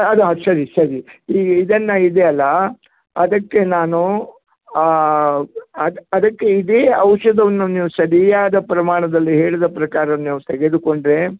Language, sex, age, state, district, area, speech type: Kannada, male, 60+, Karnataka, Uttara Kannada, rural, conversation